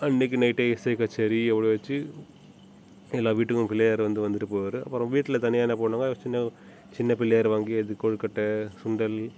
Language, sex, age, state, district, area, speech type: Tamil, male, 30-45, Tamil Nadu, Tiruchirappalli, rural, spontaneous